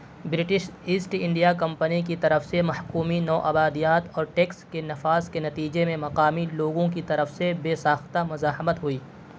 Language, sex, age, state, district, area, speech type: Urdu, male, 18-30, Delhi, South Delhi, urban, read